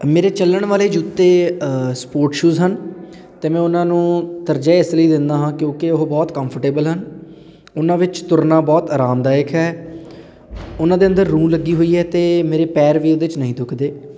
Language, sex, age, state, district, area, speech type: Punjabi, male, 18-30, Punjab, Patiala, urban, spontaneous